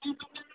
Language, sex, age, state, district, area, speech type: Sindhi, male, 18-30, Gujarat, Surat, urban, conversation